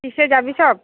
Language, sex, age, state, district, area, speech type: Bengali, female, 30-45, West Bengal, Cooch Behar, rural, conversation